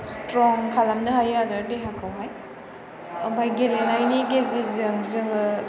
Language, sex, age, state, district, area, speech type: Bodo, female, 18-30, Assam, Chirang, urban, spontaneous